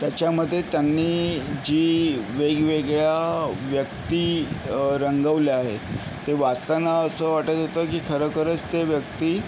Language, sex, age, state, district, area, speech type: Marathi, male, 18-30, Maharashtra, Yavatmal, urban, spontaneous